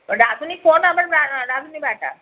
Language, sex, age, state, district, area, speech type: Bengali, female, 30-45, West Bengal, Kolkata, urban, conversation